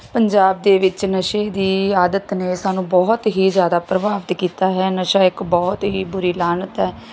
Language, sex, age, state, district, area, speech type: Punjabi, female, 45-60, Punjab, Bathinda, rural, spontaneous